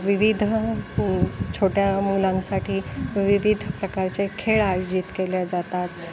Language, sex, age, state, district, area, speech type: Marathi, female, 45-60, Maharashtra, Nanded, urban, spontaneous